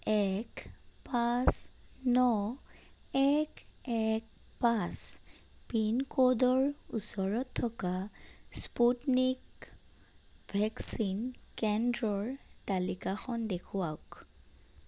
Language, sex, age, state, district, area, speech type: Assamese, female, 30-45, Assam, Sonitpur, rural, read